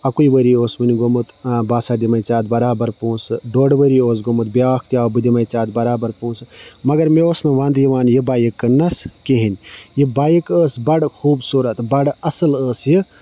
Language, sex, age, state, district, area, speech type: Kashmiri, male, 30-45, Jammu and Kashmir, Budgam, rural, spontaneous